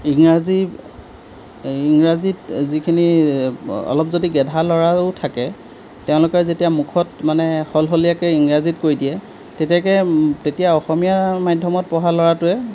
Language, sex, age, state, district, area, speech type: Assamese, male, 30-45, Assam, Golaghat, rural, spontaneous